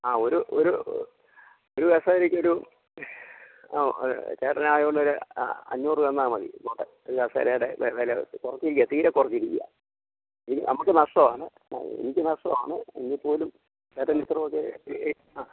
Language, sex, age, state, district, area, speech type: Malayalam, male, 45-60, Kerala, Kottayam, rural, conversation